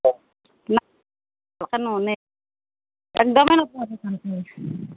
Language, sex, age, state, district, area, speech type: Assamese, female, 30-45, Assam, Nalbari, rural, conversation